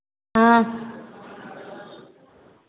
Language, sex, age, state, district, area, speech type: Hindi, female, 18-30, Uttar Pradesh, Azamgarh, urban, conversation